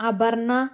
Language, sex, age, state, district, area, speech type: Malayalam, female, 30-45, Kerala, Palakkad, urban, spontaneous